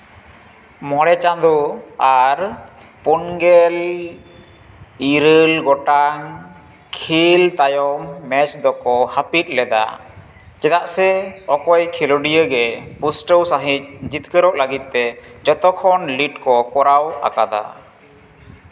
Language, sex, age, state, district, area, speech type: Santali, male, 30-45, West Bengal, Jhargram, rural, read